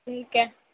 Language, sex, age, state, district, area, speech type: Urdu, female, 18-30, Uttar Pradesh, Gautam Buddha Nagar, rural, conversation